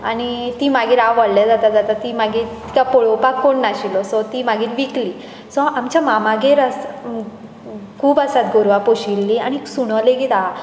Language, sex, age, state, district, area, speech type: Goan Konkani, female, 18-30, Goa, Bardez, rural, spontaneous